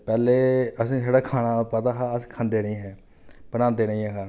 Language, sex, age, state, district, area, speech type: Dogri, male, 30-45, Jammu and Kashmir, Reasi, rural, spontaneous